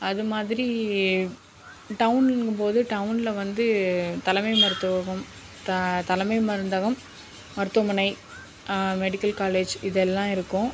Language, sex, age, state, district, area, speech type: Tamil, female, 18-30, Tamil Nadu, Tiruchirappalli, rural, spontaneous